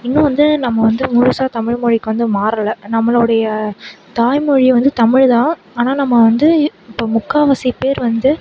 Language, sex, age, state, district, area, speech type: Tamil, female, 18-30, Tamil Nadu, Sivaganga, rural, spontaneous